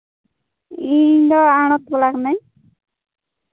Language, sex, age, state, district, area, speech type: Santali, female, 45-60, Jharkhand, Pakur, rural, conversation